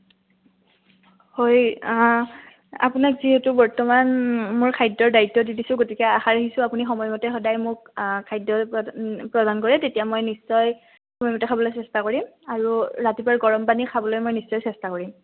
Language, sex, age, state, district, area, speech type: Assamese, female, 18-30, Assam, Nalbari, rural, conversation